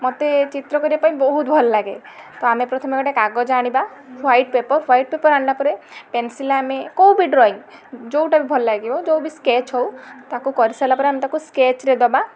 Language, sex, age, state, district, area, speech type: Odia, female, 18-30, Odisha, Balasore, rural, spontaneous